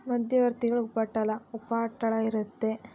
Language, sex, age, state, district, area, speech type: Kannada, female, 18-30, Karnataka, Chitradurga, urban, spontaneous